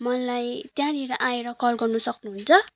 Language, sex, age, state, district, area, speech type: Nepali, female, 18-30, West Bengal, Kalimpong, rural, spontaneous